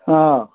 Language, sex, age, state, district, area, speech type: Tamil, male, 45-60, Tamil Nadu, Dharmapuri, rural, conversation